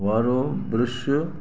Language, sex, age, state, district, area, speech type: Sindhi, male, 60+, Gujarat, Kutch, rural, read